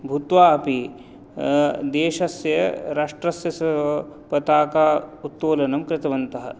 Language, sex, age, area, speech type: Sanskrit, male, 30-45, urban, spontaneous